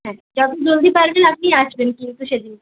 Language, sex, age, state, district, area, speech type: Bengali, female, 30-45, West Bengal, Purulia, rural, conversation